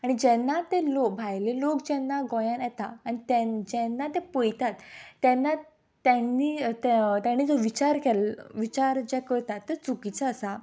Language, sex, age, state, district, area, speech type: Goan Konkani, female, 18-30, Goa, Quepem, rural, spontaneous